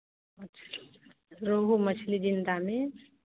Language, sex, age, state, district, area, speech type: Hindi, female, 30-45, Bihar, Samastipur, rural, conversation